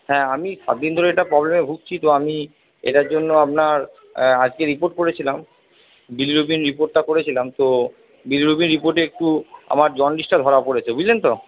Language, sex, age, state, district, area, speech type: Bengali, male, 60+, West Bengal, Purba Bardhaman, urban, conversation